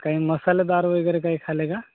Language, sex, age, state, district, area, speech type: Marathi, male, 30-45, Maharashtra, Gadchiroli, rural, conversation